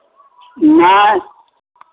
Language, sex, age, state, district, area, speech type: Maithili, male, 60+, Bihar, Madhepura, rural, conversation